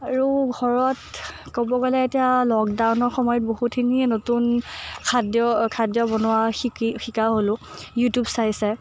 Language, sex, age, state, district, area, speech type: Assamese, female, 18-30, Assam, Morigaon, urban, spontaneous